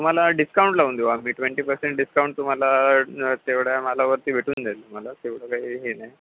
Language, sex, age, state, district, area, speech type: Marathi, male, 18-30, Maharashtra, Ratnagiri, rural, conversation